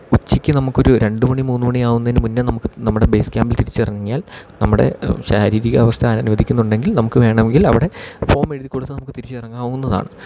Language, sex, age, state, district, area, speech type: Malayalam, male, 30-45, Kerala, Idukki, rural, spontaneous